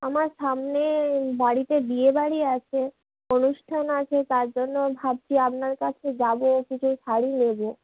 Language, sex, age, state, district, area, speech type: Bengali, female, 30-45, West Bengal, Hooghly, urban, conversation